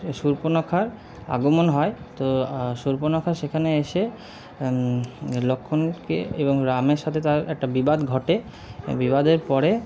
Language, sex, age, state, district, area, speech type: Bengali, male, 30-45, West Bengal, Paschim Bardhaman, urban, spontaneous